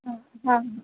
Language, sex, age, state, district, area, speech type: Gujarati, female, 30-45, Gujarat, Morbi, urban, conversation